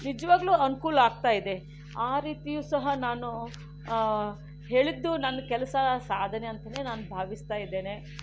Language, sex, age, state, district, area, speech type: Kannada, female, 60+, Karnataka, Shimoga, rural, spontaneous